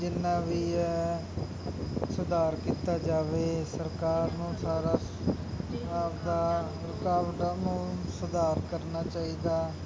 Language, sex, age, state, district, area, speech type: Punjabi, male, 18-30, Punjab, Muktsar, urban, spontaneous